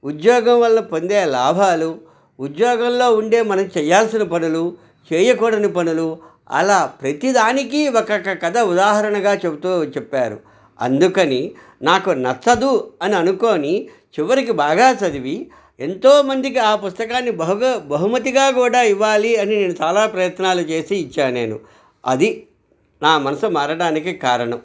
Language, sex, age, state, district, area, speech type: Telugu, male, 45-60, Andhra Pradesh, Krishna, rural, spontaneous